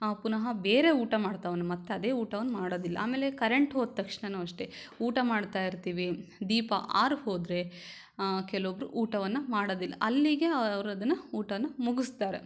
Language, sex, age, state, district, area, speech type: Kannada, female, 18-30, Karnataka, Shimoga, rural, spontaneous